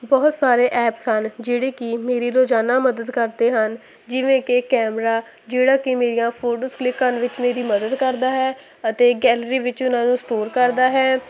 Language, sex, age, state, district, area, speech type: Punjabi, female, 18-30, Punjab, Hoshiarpur, rural, spontaneous